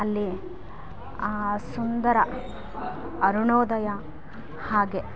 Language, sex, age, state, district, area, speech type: Kannada, female, 30-45, Karnataka, Vijayanagara, rural, spontaneous